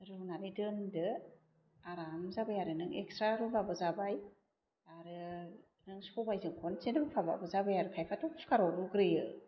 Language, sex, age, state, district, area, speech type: Bodo, female, 30-45, Assam, Chirang, urban, spontaneous